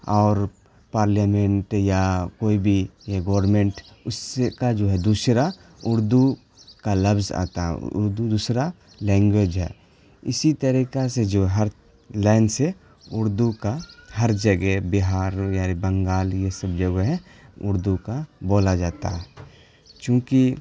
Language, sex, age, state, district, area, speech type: Urdu, male, 18-30, Bihar, Khagaria, rural, spontaneous